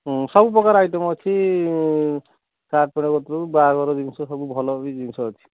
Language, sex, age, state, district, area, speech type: Odia, male, 30-45, Odisha, Kendujhar, urban, conversation